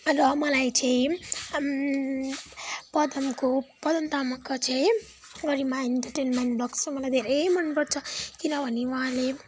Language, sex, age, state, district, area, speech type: Nepali, female, 18-30, West Bengal, Kalimpong, rural, spontaneous